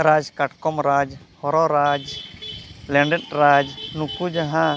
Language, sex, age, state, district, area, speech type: Santali, male, 45-60, Odisha, Mayurbhanj, rural, spontaneous